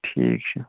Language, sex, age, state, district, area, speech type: Kashmiri, male, 45-60, Jammu and Kashmir, Baramulla, rural, conversation